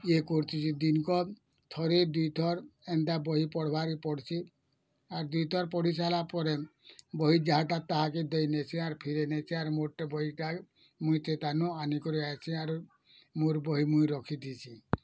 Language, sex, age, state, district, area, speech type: Odia, male, 60+, Odisha, Bargarh, urban, spontaneous